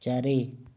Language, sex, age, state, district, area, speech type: Odia, male, 30-45, Odisha, Mayurbhanj, rural, read